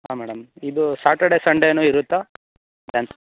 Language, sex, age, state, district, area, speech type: Kannada, male, 18-30, Karnataka, Tumkur, rural, conversation